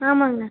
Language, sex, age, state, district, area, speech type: Tamil, male, 18-30, Tamil Nadu, Tiruchirappalli, rural, conversation